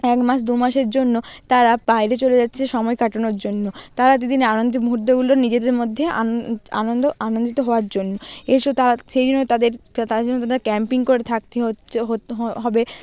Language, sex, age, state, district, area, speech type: Bengali, female, 30-45, West Bengal, Purba Medinipur, rural, spontaneous